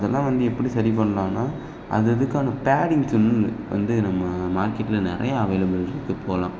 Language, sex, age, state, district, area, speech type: Tamil, male, 18-30, Tamil Nadu, Perambalur, rural, spontaneous